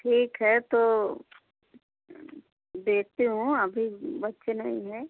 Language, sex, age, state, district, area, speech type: Hindi, female, 30-45, Uttar Pradesh, Jaunpur, rural, conversation